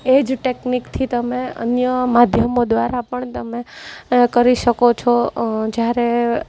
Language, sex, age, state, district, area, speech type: Gujarati, female, 30-45, Gujarat, Junagadh, urban, spontaneous